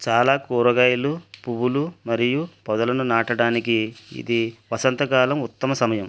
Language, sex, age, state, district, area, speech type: Telugu, male, 45-60, Andhra Pradesh, West Godavari, rural, spontaneous